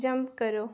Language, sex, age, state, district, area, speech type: Dogri, female, 18-30, Jammu and Kashmir, Udhampur, rural, read